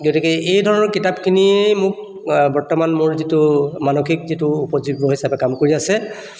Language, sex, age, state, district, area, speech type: Assamese, male, 60+, Assam, Charaideo, urban, spontaneous